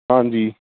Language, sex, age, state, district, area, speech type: Punjabi, male, 30-45, Punjab, Ludhiana, rural, conversation